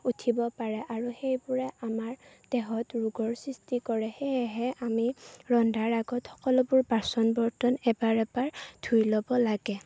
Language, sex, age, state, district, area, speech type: Assamese, female, 18-30, Assam, Chirang, rural, spontaneous